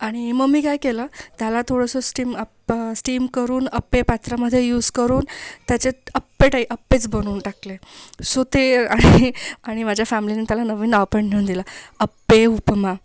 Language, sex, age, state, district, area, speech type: Marathi, female, 30-45, Maharashtra, Amravati, urban, spontaneous